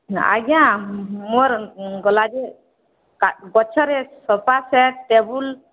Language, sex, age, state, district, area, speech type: Odia, female, 45-60, Odisha, Balangir, urban, conversation